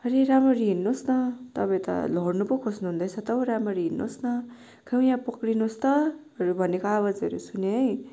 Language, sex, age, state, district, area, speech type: Nepali, female, 18-30, West Bengal, Darjeeling, rural, spontaneous